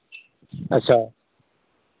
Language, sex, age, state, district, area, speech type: Hindi, male, 45-60, Bihar, Madhepura, rural, conversation